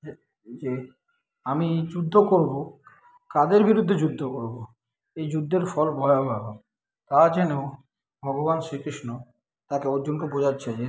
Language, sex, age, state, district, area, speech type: Bengali, male, 30-45, West Bengal, Kolkata, urban, spontaneous